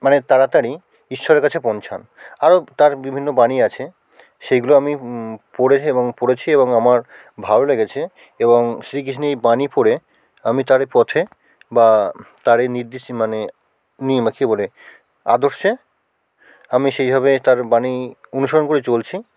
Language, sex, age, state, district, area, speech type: Bengali, male, 45-60, West Bengal, South 24 Parganas, rural, spontaneous